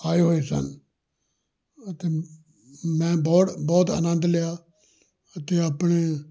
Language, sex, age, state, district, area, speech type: Punjabi, male, 60+, Punjab, Amritsar, urban, spontaneous